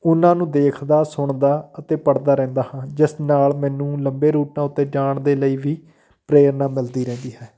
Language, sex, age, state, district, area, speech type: Punjabi, male, 30-45, Punjab, Patiala, rural, spontaneous